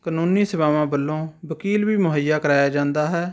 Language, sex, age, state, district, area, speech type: Punjabi, male, 30-45, Punjab, Rupnagar, urban, spontaneous